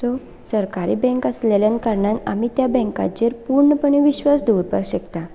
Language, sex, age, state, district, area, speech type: Goan Konkani, female, 18-30, Goa, Canacona, rural, spontaneous